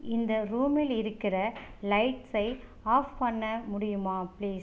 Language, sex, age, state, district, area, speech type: Tamil, female, 30-45, Tamil Nadu, Tiruchirappalli, rural, read